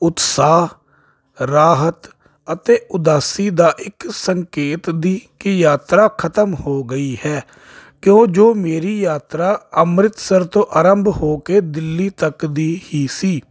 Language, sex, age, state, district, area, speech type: Punjabi, male, 30-45, Punjab, Jalandhar, urban, spontaneous